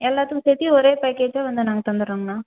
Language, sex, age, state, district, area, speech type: Tamil, female, 18-30, Tamil Nadu, Erode, rural, conversation